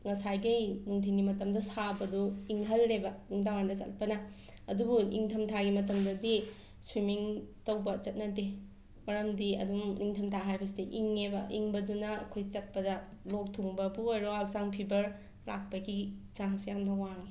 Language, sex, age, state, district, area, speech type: Manipuri, female, 30-45, Manipur, Imphal West, urban, spontaneous